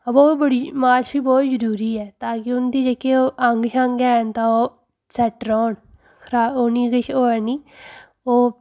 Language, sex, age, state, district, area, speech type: Dogri, female, 30-45, Jammu and Kashmir, Udhampur, urban, spontaneous